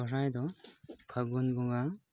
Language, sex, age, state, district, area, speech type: Santali, male, 30-45, West Bengal, Purulia, rural, spontaneous